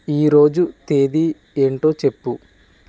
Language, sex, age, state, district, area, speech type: Telugu, male, 18-30, Andhra Pradesh, Kakinada, rural, read